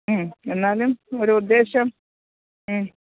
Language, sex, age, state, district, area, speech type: Malayalam, female, 45-60, Kerala, Thiruvananthapuram, urban, conversation